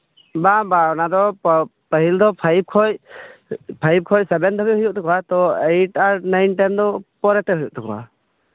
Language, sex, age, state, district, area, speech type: Santali, male, 18-30, West Bengal, Birbhum, rural, conversation